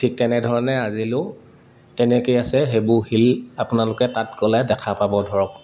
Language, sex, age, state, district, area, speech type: Assamese, male, 30-45, Assam, Sivasagar, urban, spontaneous